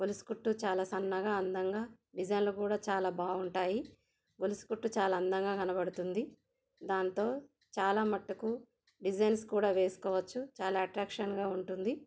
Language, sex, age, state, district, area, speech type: Telugu, female, 30-45, Telangana, Jagtial, rural, spontaneous